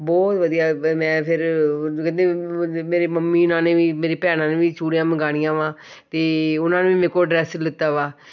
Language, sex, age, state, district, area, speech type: Punjabi, male, 60+, Punjab, Shaheed Bhagat Singh Nagar, urban, spontaneous